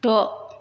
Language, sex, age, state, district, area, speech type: Bodo, female, 60+, Assam, Chirang, rural, read